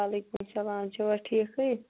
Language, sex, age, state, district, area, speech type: Kashmiri, female, 30-45, Jammu and Kashmir, Kulgam, rural, conversation